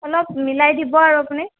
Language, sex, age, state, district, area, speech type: Assamese, female, 18-30, Assam, Morigaon, rural, conversation